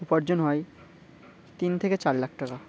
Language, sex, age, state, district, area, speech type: Bengali, male, 18-30, West Bengal, Uttar Dinajpur, urban, spontaneous